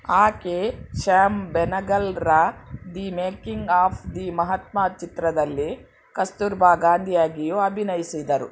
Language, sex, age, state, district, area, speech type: Kannada, female, 60+, Karnataka, Udupi, rural, read